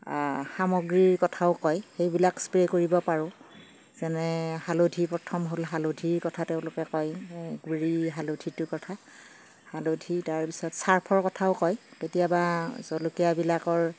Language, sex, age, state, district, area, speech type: Assamese, female, 60+, Assam, Darrang, rural, spontaneous